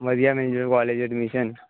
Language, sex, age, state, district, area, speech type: Punjabi, male, 18-30, Punjab, Hoshiarpur, urban, conversation